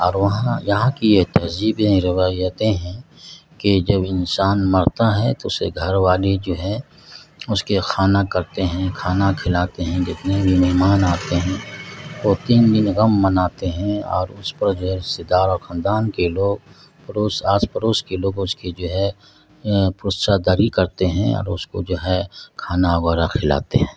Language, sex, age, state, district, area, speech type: Urdu, male, 45-60, Bihar, Madhubani, rural, spontaneous